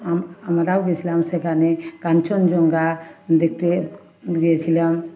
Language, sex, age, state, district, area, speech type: Bengali, female, 45-60, West Bengal, Uttar Dinajpur, urban, spontaneous